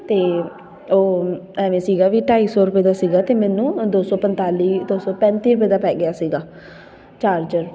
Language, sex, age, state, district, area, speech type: Punjabi, female, 18-30, Punjab, Patiala, urban, spontaneous